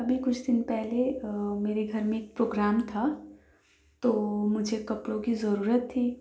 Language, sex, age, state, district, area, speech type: Urdu, female, 18-30, Delhi, South Delhi, urban, spontaneous